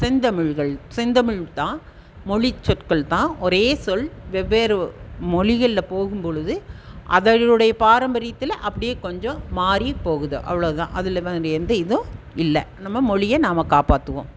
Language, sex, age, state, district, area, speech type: Tamil, female, 60+, Tamil Nadu, Erode, urban, spontaneous